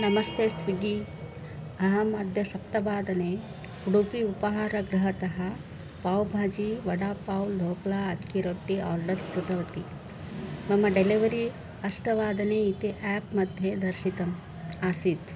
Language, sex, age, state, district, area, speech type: Sanskrit, female, 45-60, Karnataka, Bangalore Urban, urban, spontaneous